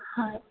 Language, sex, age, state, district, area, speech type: Assamese, female, 18-30, Assam, Sonitpur, urban, conversation